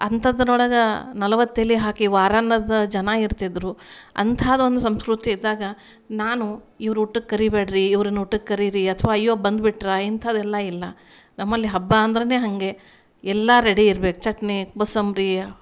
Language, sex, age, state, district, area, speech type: Kannada, female, 45-60, Karnataka, Gulbarga, urban, spontaneous